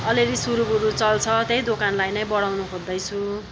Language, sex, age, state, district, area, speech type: Nepali, female, 60+, West Bengal, Kalimpong, rural, spontaneous